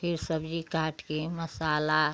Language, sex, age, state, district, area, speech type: Hindi, female, 60+, Uttar Pradesh, Ghazipur, rural, spontaneous